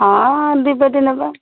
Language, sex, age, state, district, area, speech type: Odia, female, 45-60, Odisha, Koraput, urban, conversation